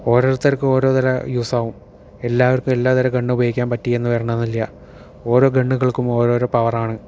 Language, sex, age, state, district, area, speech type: Malayalam, male, 18-30, Kerala, Thiruvananthapuram, urban, spontaneous